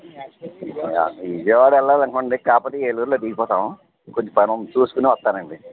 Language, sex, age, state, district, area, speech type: Telugu, male, 60+, Andhra Pradesh, Eluru, rural, conversation